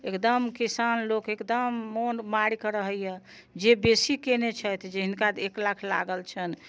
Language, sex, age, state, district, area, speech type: Maithili, female, 60+, Bihar, Muzaffarpur, rural, spontaneous